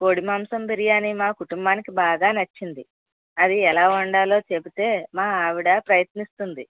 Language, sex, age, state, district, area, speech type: Telugu, female, 30-45, Andhra Pradesh, Konaseema, rural, conversation